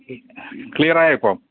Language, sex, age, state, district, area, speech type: Malayalam, male, 45-60, Kerala, Kottayam, rural, conversation